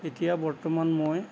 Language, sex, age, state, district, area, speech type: Assamese, male, 60+, Assam, Nagaon, rural, spontaneous